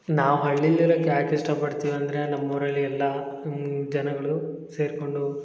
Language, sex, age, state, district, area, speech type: Kannada, male, 18-30, Karnataka, Hassan, rural, spontaneous